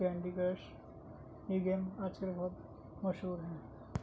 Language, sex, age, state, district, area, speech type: Urdu, male, 30-45, Delhi, Central Delhi, urban, spontaneous